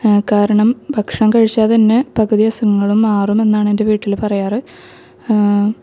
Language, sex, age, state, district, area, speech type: Malayalam, female, 18-30, Kerala, Thrissur, rural, spontaneous